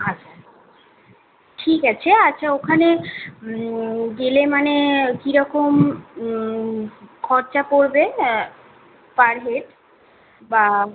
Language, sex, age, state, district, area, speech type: Bengali, female, 18-30, West Bengal, Kolkata, urban, conversation